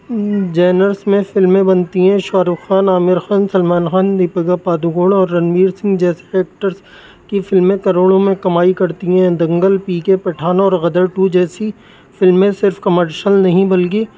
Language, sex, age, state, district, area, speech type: Urdu, male, 30-45, Uttar Pradesh, Rampur, urban, spontaneous